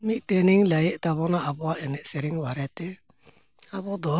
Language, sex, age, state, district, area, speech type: Santali, male, 60+, Jharkhand, Bokaro, rural, spontaneous